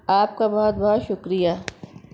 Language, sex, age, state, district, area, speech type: Urdu, female, 30-45, Uttar Pradesh, Shahjahanpur, urban, spontaneous